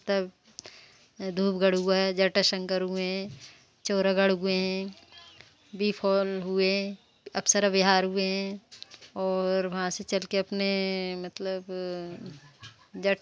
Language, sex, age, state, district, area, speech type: Hindi, female, 45-60, Madhya Pradesh, Seoni, urban, spontaneous